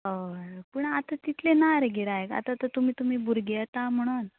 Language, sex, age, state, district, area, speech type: Goan Konkani, female, 18-30, Goa, Murmgao, rural, conversation